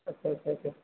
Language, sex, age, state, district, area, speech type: Hindi, male, 30-45, Madhya Pradesh, Hoshangabad, rural, conversation